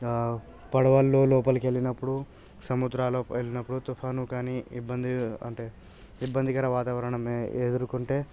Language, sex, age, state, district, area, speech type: Telugu, male, 30-45, Telangana, Hyderabad, rural, spontaneous